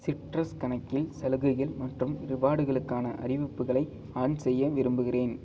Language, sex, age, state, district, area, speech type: Tamil, male, 18-30, Tamil Nadu, Ariyalur, rural, read